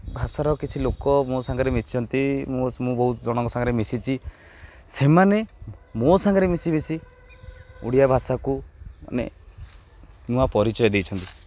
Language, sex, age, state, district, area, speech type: Odia, male, 18-30, Odisha, Jagatsinghpur, urban, spontaneous